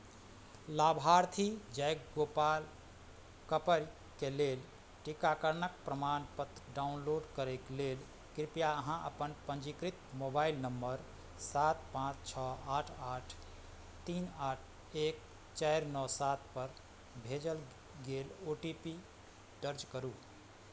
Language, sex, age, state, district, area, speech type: Maithili, male, 45-60, Bihar, Madhubani, rural, read